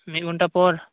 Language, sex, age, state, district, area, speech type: Santali, male, 18-30, West Bengal, Birbhum, rural, conversation